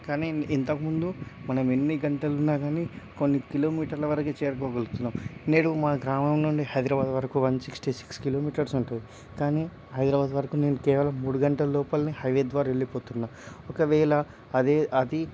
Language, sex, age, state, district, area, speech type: Telugu, male, 18-30, Telangana, Medchal, rural, spontaneous